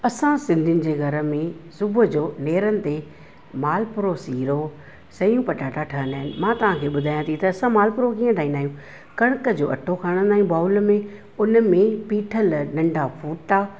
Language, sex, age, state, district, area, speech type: Sindhi, female, 45-60, Maharashtra, Thane, urban, spontaneous